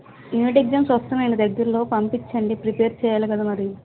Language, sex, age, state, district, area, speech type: Telugu, female, 45-60, Andhra Pradesh, Vizianagaram, rural, conversation